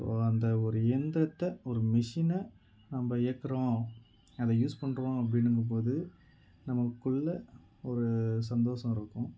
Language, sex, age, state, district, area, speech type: Tamil, male, 30-45, Tamil Nadu, Tiruvarur, rural, spontaneous